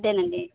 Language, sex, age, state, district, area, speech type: Telugu, female, 60+, Andhra Pradesh, Kadapa, rural, conversation